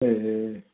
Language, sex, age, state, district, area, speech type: Nepali, male, 45-60, West Bengal, Kalimpong, rural, conversation